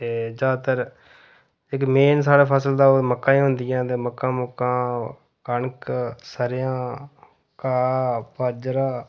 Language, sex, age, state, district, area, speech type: Dogri, male, 30-45, Jammu and Kashmir, Udhampur, rural, spontaneous